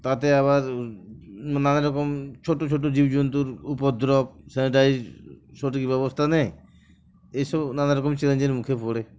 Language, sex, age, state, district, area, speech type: Bengali, male, 45-60, West Bengal, Uttar Dinajpur, urban, spontaneous